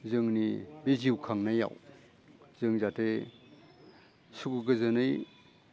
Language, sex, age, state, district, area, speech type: Bodo, male, 60+, Assam, Udalguri, urban, spontaneous